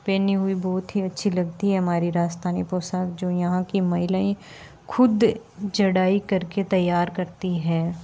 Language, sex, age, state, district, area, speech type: Hindi, female, 18-30, Rajasthan, Nagaur, urban, spontaneous